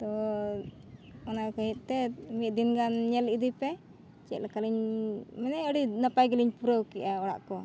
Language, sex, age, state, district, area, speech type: Santali, female, 45-60, Jharkhand, Bokaro, rural, spontaneous